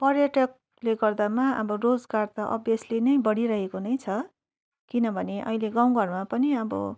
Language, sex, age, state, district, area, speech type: Nepali, female, 30-45, West Bengal, Darjeeling, rural, spontaneous